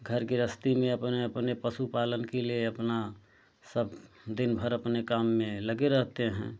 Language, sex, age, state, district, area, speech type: Hindi, male, 30-45, Uttar Pradesh, Prayagraj, rural, spontaneous